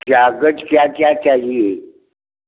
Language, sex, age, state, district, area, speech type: Hindi, male, 60+, Uttar Pradesh, Varanasi, rural, conversation